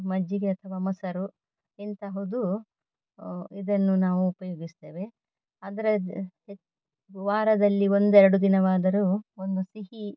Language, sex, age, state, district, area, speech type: Kannada, female, 45-60, Karnataka, Dakshina Kannada, urban, spontaneous